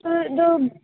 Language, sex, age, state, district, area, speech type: Urdu, female, 30-45, Uttar Pradesh, Aligarh, rural, conversation